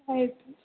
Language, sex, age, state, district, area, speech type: Marathi, female, 18-30, Maharashtra, Ratnagiri, rural, conversation